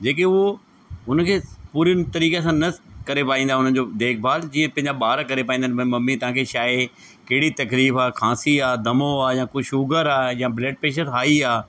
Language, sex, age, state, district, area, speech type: Sindhi, male, 45-60, Delhi, South Delhi, urban, spontaneous